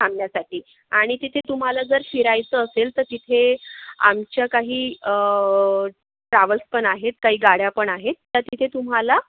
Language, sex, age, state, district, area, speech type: Marathi, other, 30-45, Maharashtra, Akola, urban, conversation